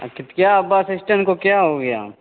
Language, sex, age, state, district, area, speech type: Hindi, male, 30-45, Bihar, Begusarai, rural, conversation